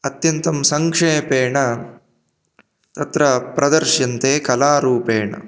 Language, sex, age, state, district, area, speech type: Sanskrit, male, 18-30, Karnataka, Chikkamagaluru, rural, spontaneous